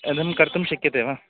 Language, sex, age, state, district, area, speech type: Sanskrit, male, 18-30, Andhra Pradesh, West Godavari, rural, conversation